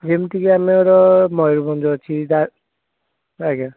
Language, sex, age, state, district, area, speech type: Odia, male, 18-30, Odisha, Puri, urban, conversation